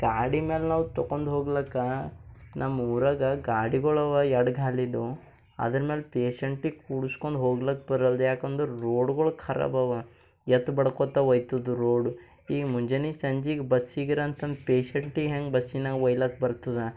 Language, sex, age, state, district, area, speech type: Kannada, male, 18-30, Karnataka, Bidar, urban, spontaneous